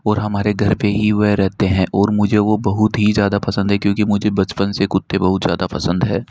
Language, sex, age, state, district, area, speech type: Hindi, male, 45-60, Rajasthan, Jaipur, urban, spontaneous